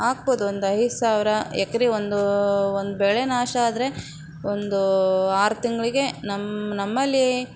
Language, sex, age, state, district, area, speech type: Kannada, female, 30-45, Karnataka, Davanagere, rural, spontaneous